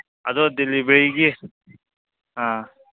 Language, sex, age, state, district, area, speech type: Manipuri, male, 30-45, Manipur, Kangpokpi, urban, conversation